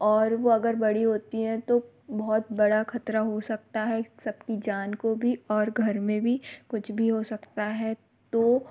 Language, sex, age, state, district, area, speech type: Hindi, female, 30-45, Madhya Pradesh, Bhopal, urban, spontaneous